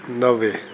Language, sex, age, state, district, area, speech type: Sindhi, male, 60+, Delhi, South Delhi, urban, spontaneous